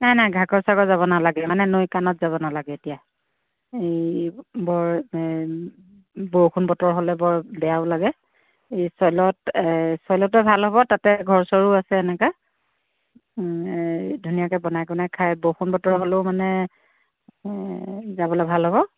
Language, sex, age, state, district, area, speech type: Assamese, female, 45-60, Assam, Lakhimpur, rural, conversation